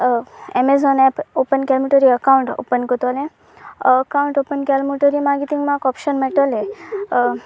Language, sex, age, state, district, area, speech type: Goan Konkani, female, 18-30, Goa, Sanguem, rural, spontaneous